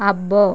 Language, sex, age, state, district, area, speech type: Telugu, female, 18-30, Andhra Pradesh, Visakhapatnam, urban, read